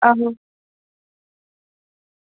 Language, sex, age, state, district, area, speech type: Dogri, female, 18-30, Jammu and Kashmir, Samba, rural, conversation